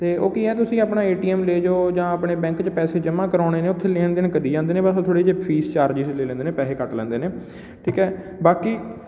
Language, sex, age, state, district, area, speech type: Punjabi, male, 18-30, Punjab, Patiala, rural, spontaneous